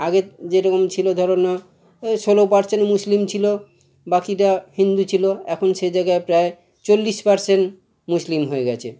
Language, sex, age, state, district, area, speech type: Bengali, male, 45-60, West Bengal, Howrah, urban, spontaneous